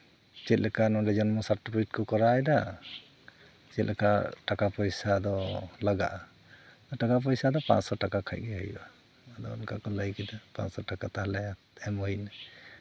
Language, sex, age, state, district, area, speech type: Santali, male, 45-60, West Bengal, Purulia, rural, spontaneous